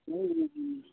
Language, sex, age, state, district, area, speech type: Manipuri, male, 30-45, Manipur, Thoubal, rural, conversation